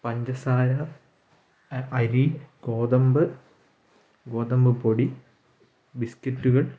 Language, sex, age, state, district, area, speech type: Malayalam, male, 18-30, Kerala, Kottayam, rural, spontaneous